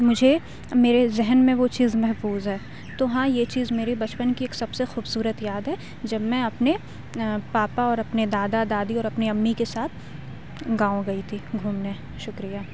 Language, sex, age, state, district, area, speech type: Urdu, female, 18-30, Uttar Pradesh, Aligarh, urban, spontaneous